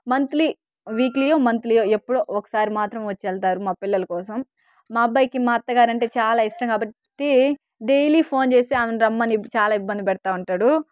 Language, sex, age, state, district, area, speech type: Telugu, female, 18-30, Andhra Pradesh, Sri Balaji, rural, spontaneous